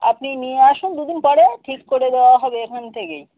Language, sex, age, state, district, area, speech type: Bengali, male, 30-45, West Bengal, Birbhum, urban, conversation